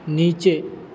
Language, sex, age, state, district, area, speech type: Hindi, male, 30-45, Madhya Pradesh, Hoshangabad, rural, read